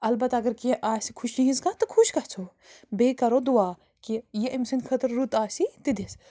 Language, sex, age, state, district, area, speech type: Kashmiri, female, 45-60, Jammu and Kashmir, Bandipora, rural, spontaneous